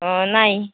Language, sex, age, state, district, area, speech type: Marathi, male, 18-30, Maharashtra, Wardha, rural, conversation